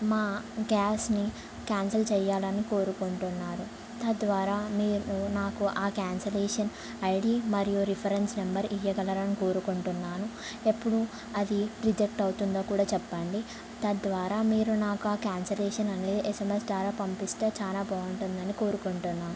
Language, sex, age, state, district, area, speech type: Telugu, female, 18-30, Telangana, Jangaon, urban, spontaneous